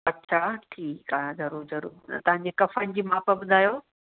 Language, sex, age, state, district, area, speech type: Sindhi, female, 45-60, Maharashtra, Thane, urban, conversation